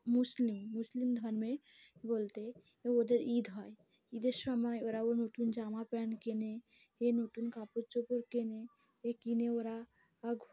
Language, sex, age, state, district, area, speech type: Bengali, female, 30-45, West Bengal, Cooch Behar, urban, spontaneous